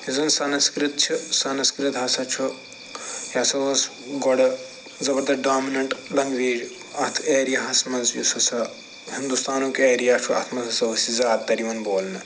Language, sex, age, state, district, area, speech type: Kashmiri, male, 45-60, Jammu and Kashmir, Srinagar, urban, spontaneous